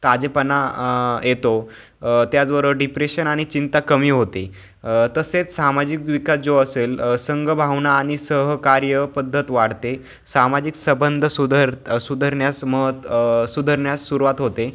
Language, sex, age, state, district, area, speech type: Marathi, male, 18-30, Maharashtra, Ahmednagar, urban, spontaneous